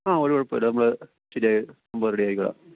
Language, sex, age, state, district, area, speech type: Malayalam, male, 30-45, Kerala, Idukki, rural, conversation